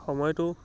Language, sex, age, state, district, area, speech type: Assamese, male, 18-30, Assam, Lakhimpur, urban, spontaneous